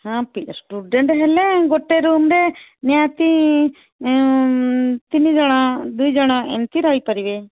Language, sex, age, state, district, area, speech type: Odia, female, 60+, Odisha, Gajapati, rural, conversation